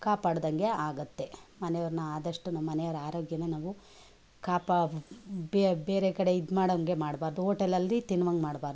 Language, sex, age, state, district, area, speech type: Kannada, female, 45-60, Karnataka, Mandya, urban, spontaneous